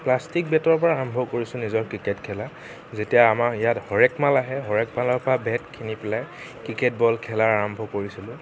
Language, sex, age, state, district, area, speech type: Assamese, male, 18-30, Assam, Nagaon, rural, spontaneous